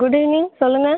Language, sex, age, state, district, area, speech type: Tamil, female, 18-30, Tamil Nadu, Cuddalore, rural, conversation